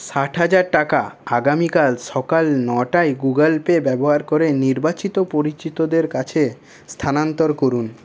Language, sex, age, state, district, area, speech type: Bengali, male, 30-45, West Bengal, Paschim Bardhaman, urban, read